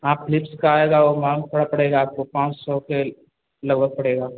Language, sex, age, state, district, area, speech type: Hindi, male, 18-30, Uttar Pradesh, Azamgarh, rural, conversation